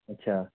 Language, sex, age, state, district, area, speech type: Kashmiri, male, 30-45, Jammu and Kashmir, Kulgam, rural, conversation